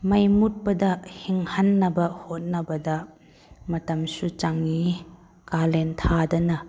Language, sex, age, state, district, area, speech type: Manipuri, female, 18-30, Manipur, Chandel, rural, spontaneous